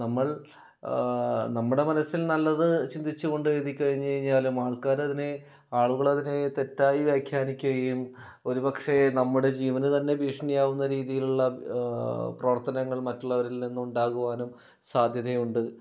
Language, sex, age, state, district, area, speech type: Malayalam, male, 30-45, Kerala, Kannur, rural, spontaneous